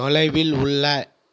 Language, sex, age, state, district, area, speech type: Tamil, male, 45-60, Tamil Nadu, Viluppuram, rural, read